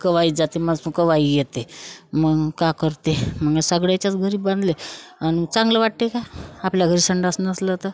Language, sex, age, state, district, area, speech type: Marathi, female, 30-45, Maharashtra, Wardha, rural, spontaneous